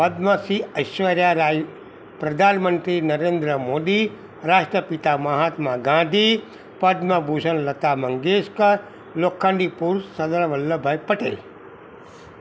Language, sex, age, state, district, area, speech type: Gujarati, male, 45-60, Gujarat, Kheda, rural, spontaneous